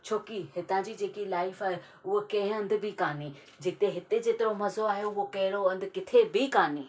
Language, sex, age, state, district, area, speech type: Sindhi, female, 30-45, Maharashtra, Thane, urban, spontaneous